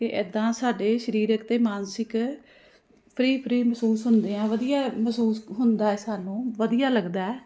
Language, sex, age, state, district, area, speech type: Punjabi, female, 45-60, Punjab, Jalandhar, urban, spontaneous